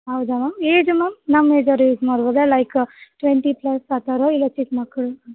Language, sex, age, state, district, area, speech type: Kannada, female, 18-30, Karnataka, Bellary, urban, conversation